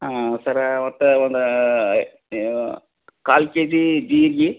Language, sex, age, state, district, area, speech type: Kannada, male, 45-60, Karnataka, Gadag, rural, conversation